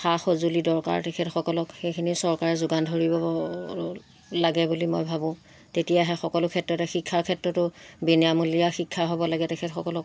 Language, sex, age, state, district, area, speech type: Assamese, female, 60+, Assam, Golaghat, rural, spontaneous